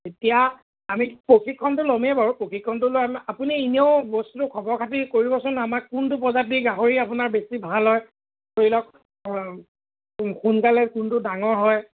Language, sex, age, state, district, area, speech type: Assamese, male, 30-45, Assam, Lakhimpur, rural, conversation